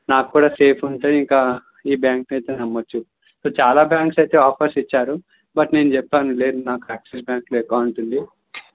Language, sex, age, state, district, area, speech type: Telugu, male, 30-45, Andhra Pradesh, N T Rama Rao, rural, conversation